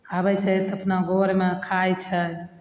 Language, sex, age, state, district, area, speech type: Maithili, female, 45-60, Bihar, Begusarai, rural, spontaneous